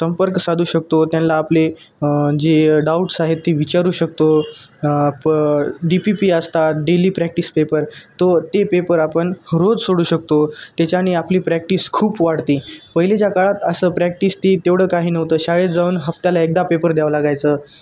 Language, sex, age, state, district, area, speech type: Marathi, male, 18-30, Maharashtra, Nanded, urban, spontaneous